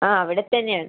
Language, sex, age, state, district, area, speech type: Malayalam, female, 18-30, Kerala, Kannur, rural, conversation